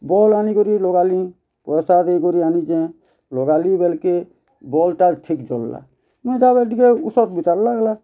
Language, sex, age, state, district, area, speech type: Odia, male, 30-45, Odisha, Bargarh, urban, spontaneous